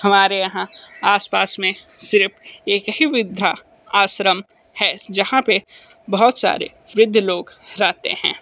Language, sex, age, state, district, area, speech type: Hindi, male, 30-45, Uttar Pradesh, Sonbhadra, rural, spontaneous